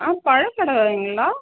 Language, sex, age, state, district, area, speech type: Tamil, female, 30-45, Tamil Nadu, Tiruchirappalli, rural, conversation